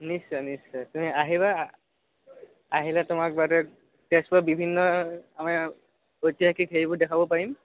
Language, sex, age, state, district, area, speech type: Assamese, male, 18-30, Assam, Sonitpur, rural, conversation